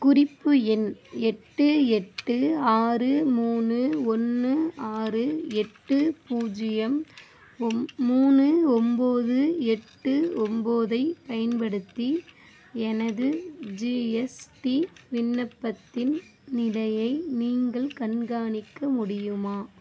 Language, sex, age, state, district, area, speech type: Tamil, female, 18-30, Tamil Nadu, Ariyalur, rural, read